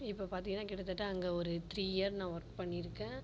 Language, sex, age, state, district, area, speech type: Tamil, female, 45-60, Tamil Nadu, Mayiladuthurai, rural, spontaneous